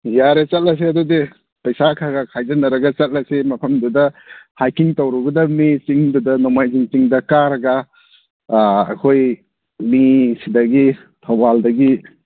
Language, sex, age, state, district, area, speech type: Manipuri, male, 30-45, Manipur, Thoubal, rural, conversation